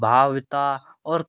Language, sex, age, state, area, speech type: Hindi, male, 18-30, Rajasthan, rural, spontaneous